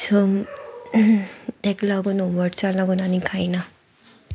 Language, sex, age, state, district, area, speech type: Goan Konkani, female, 18-30, Goa, Sanguem, rural, spontaneous